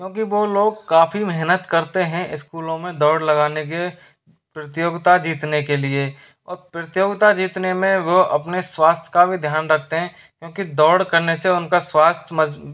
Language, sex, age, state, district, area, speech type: Hindi, male, 30-45, Rajasthan, Jaipur, urban, spontaneous